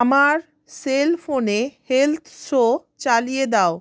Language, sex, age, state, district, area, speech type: Bengali, female, 30-45, West Bengal, South 24 Parganas, rural, read